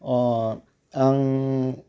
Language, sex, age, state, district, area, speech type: Bodo, male, 60+, Assam, Udalguri, urban, spontaneous